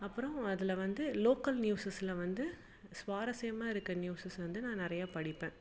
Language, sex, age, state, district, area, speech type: Tamil, female, 30-45, Tamil Nadu, Salem, urban, spontaneous